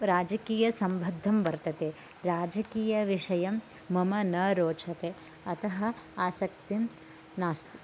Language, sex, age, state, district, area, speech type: Sanskrit, female, 18-30, Karnataka, Bagalkot, rural, spontaneous